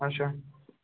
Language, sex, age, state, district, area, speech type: Kashmiri, male, 18-30, Jammu and Kashmir, Ganderbal, rural, conversation